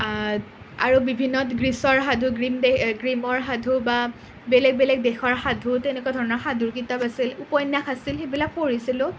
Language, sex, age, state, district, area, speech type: Assamese, other, 18-30, Assam, Nalbari, rural, spontaneous